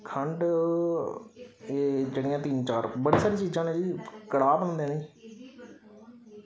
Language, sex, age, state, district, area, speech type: Dogri, male, 30-45, Jammu and Kashmir, Samba, rural, spontaneous